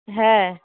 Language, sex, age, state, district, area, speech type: Bengali, female, 30-45, West Bengal, Darjeeling, urban, conversation